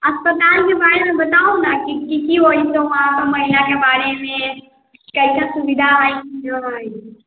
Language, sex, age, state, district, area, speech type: Maithili, female, 30-45, Bihar, Sitamarhi, rural, conversation